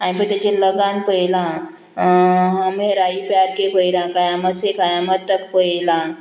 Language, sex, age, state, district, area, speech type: Goan Konkani, female, 45-60, Goa, Murmgao, rural, spontaneous